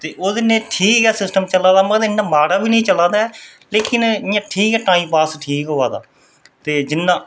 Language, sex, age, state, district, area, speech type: Dogri, male, 30-45, Jammu and Kashmir, Reasi, rural, spontaneous